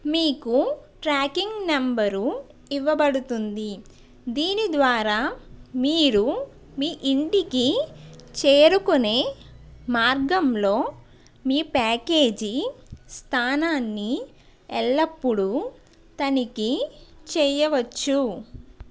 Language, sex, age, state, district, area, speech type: Telugu, female, 45-60, Andhra Pradesh, East Godavari, urban, read